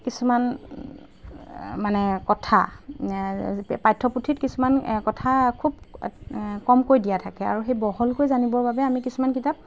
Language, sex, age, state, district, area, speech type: Assamese, female, 30-45, Assam, Golaghat, urban, spontaneous